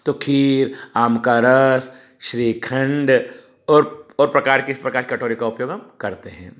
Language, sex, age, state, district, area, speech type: Hindi, male, 45-60, Madhya Pradesh, Ujjain, rural, spontaneous